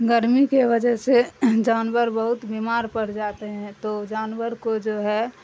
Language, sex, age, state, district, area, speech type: Urdu, female, 45-60, Bihar, Darbhanga, rural, spontaneous